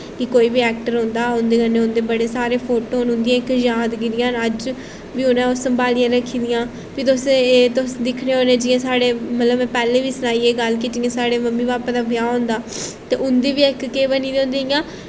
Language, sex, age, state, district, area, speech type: Dogri, female, 18-30, Jammu and Kashmir, Reasi, rural, spontaneous